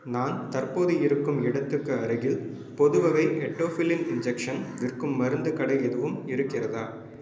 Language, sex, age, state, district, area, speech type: Tamil, male, 30-45, Tamil Nadu, Cuddalore, rural, read